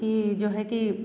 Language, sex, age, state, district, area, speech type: Hindi, female, 30-45, Uttar Pradesh, Bhadohi, urban, spontaneous